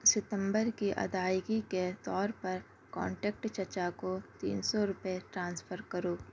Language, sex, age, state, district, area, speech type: Urdu, female, 18-30, Delhi, Central Delhi, urban, read